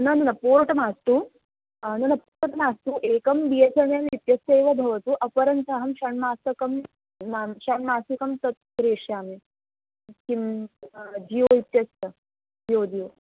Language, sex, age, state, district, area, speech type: Sanskrit, female, 18-30, Maharashtra, Wardha, urban, conversation